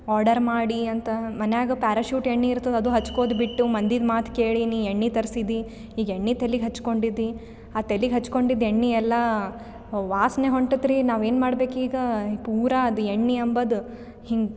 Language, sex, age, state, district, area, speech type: Kannada, female, 18-30, Karnataka, Gulbarga, urban, spontaneous